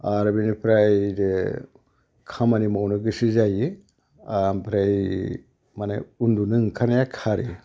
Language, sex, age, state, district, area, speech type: Bodo, male, 60+, Assam, Udalguri, urban, spontaneous